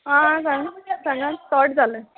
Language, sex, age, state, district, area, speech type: Goan Konkani, female, 30-45, Goa, Ponda, rural, conversation